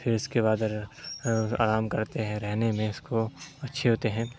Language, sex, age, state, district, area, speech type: Urdu, male, 30-45, Bihar, Supaul, rural, spontaneous